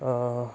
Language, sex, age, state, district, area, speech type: Kashmiri, male, 18-30, Jammu and Kashmir, Anantnag, rural, spontaneous